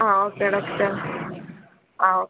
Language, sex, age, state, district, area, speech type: Malayalam, female, 18-30, Kerala, Kozhikode, rural, conversation